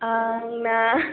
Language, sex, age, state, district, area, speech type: Bodo, female, 18-30, Assam, Chirang, rural, conversation